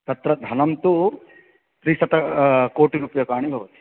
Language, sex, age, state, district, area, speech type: Sanskrit, male, 18-30, Odisha, Jagatsinghpur, urban, conversation